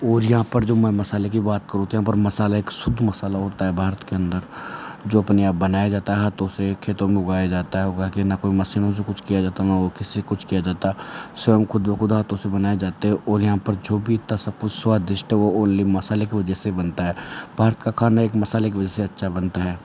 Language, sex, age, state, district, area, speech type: Hindi, male, 18-30, Rajasthan, Jaipur, urban, spontaneous